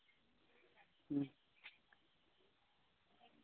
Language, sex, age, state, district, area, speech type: Santali, male, 18-30, West Bengal, Birbhum, rural, conversation